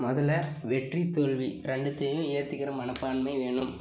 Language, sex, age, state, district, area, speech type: Tamil, male, 18-30, Tamil Nadu, Dharmapuri, urban, spontaneous